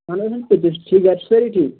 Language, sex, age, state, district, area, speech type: Kashmiri, male, 30-45, Jammu and Kashmir, Budgam, rural, conversation